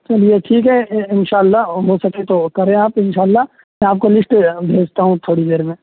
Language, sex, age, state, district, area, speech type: Urdu, male, 18-30, Uttar Pradesh, Saharanpur, urban, conversation